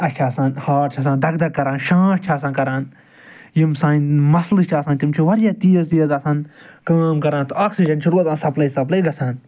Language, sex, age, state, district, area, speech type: Kashmiri, male, 60+, Jammu and Kashmir, Srinagar, urban, spontaneous